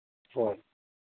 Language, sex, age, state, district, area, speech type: Manipuri, male, 60+, Manipur, Thoubal, rural, conversation